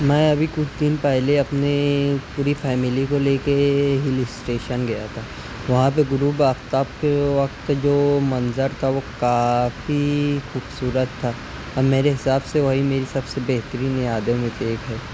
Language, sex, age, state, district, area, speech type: Urdu, male, 30-45, Maharashtra, Nashik, urban, spontaneous